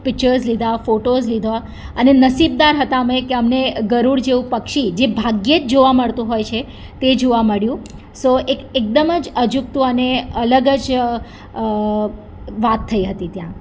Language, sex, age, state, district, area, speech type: Gujarati, female, 30-45, Gujarat, Surat, urban, spontaneous